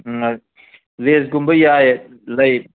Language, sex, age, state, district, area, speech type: Manipuri, male, 60+, Manipur, Kangpokpi, urban, conversation